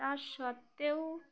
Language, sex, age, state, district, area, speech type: Bengali, female, 18-30, West Bengal, Uttar Dinajpur, urban, spontaneous